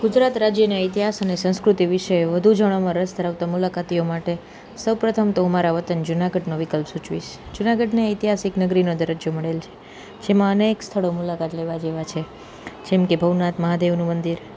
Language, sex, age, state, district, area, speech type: Gujarati, female, 18-30, Gujarat, Junagadh, urban, spontaneous